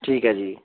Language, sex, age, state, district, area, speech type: Punjabi, male, 45-60, Punjab, Barnala, rural, conversation